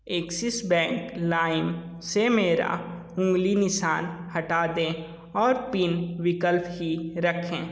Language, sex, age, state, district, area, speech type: Hindi, male, 30-45, Uttar Pradesh, Sonbhadra, rural, read